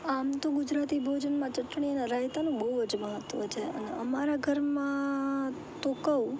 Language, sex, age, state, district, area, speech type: Gujarati, female, 18-30, Gujarat, Rajkot, urban, spontaneous